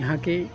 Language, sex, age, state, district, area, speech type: Urdu, male, 30-45, Uttar Pradesh, Aligarh, rural, spontaneous